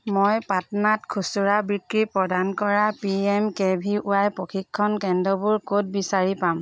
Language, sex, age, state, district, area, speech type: Assamese, female, 45-60, Assam, Jorhat, urban, read